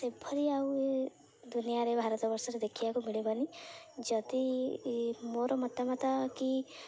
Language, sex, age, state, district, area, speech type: Odia, female, 18-30, Odisha, Jagatsinghpur, rural, spontaneous